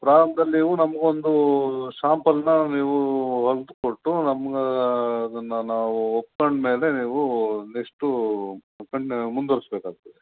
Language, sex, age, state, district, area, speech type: Kannada, male, 45-60, Karnataka, Bangalore Urban, urban, conversation